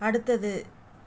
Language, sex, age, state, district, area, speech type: Tamil, female, 45-60, Tamil Nadu, Madurai, urban, read